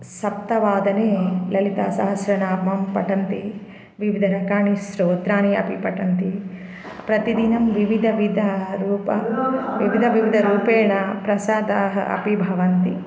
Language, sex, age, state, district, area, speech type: Sanskrit, female, 30-45, Andhra Pradesh, Bapatla, urban, spontaneous